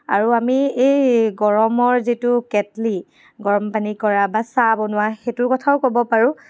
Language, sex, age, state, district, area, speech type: Assamese, female, 30-45, Assam, Charaideo, urban, spontaneous